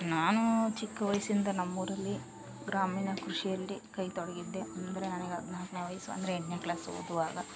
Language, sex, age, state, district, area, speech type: Kannada, female, 18-30, Karnataka, Vijayanagara, rural, spontaneous